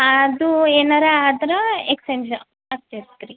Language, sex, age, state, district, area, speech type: Kannada, female, 18-30, Karnataka, Belgaum, rural, conversation